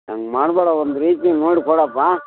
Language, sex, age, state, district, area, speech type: Kannada, male, 60+, Karnataka, Bellary, rural, conversation